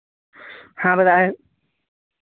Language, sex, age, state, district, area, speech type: Hindi, male, 30-45, Uttar Pradesh, Sitapur, rural, conversation